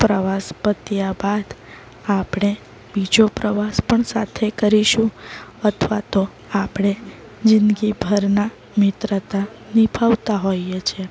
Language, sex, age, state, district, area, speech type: Gujarati, female, 30-45, Gujarat, Valsad, urban, spontaneous